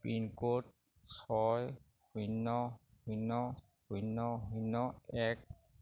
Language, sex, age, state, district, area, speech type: Assamese, male, 45-60, Assam, Sivasagar, rural, read